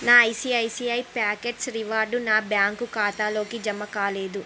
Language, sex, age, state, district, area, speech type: Telugu, female, 30-45, Andhra Pradesh, Srikakulam, urban, read